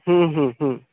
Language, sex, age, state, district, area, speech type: Odia, male, 30-45, Odisha, Sambalpur, rural, conversation